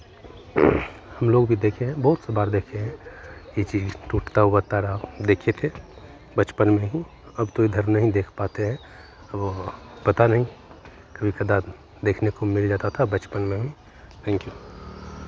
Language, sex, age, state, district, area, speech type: Hindi, male, 45-60, Bihar, Begusarai, urban, spontaneous